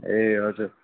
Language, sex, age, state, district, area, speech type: Nepali, male, 30-45, West Bengal, Kalimpong, rural, conversation